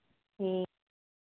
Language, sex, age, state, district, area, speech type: Hindi, female, 45-60, Uttar Pradesh, Ayodhya, rural, conversation